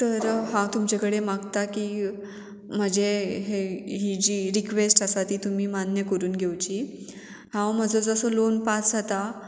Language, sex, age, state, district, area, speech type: Goan Konkani, female, 18-30, Goa, Murmgao, urban, spontaneous